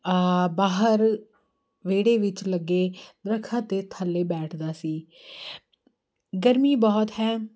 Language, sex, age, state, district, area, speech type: Punjabi, female, 30-45, Punjab, Jalandhar, urban, spontaneous